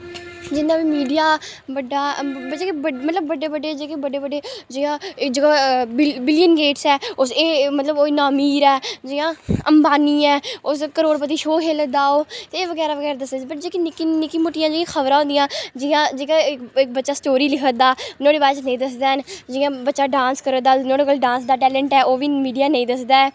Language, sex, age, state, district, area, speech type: Dogri, female, 30-45, Jammu and Kashmir, Udhampur, urban, spontaneous